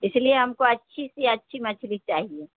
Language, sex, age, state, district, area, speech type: Urdu, female, 60+, Bihar, Supaul, rural, conversation